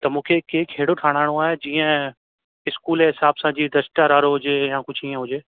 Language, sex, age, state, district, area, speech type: Sindhi, male, 18-30, Rajasthan, Ajmer, urban, conversation